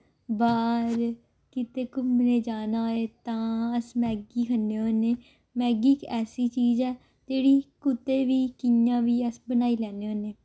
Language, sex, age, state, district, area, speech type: Dogri, female, 18-30, Jammu and Kashmir, Samba, urban, spontaneous